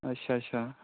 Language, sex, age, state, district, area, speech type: Dogri, male, 18-30, Jammu and Kashmir, Udhampur, rural, conversation